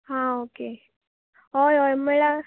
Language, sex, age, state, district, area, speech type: Goan Konkani, female, 18-30, Goa, Canacona, rural, conversation